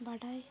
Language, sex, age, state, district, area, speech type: Santali, female, 18-30, West Bengal, Dakshin Dinajpur, rural, spontaneous